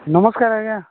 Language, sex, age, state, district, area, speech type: Odia, male, 45-60, Odisha, Nabarangpur, rural, conversation